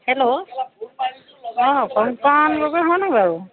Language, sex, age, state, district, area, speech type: Assamese, female, 30-45, Assam, Sivasagar, rural, conversation